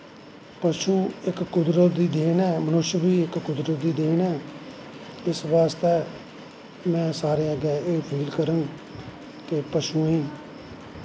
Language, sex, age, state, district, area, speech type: Dogri, male, 45-60, Jammu and Kashmir, Samba, rural, spontaneous